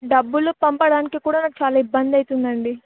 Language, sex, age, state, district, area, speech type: Telugu, female, 18-30, Telangana, Vikarabad, urban, conversation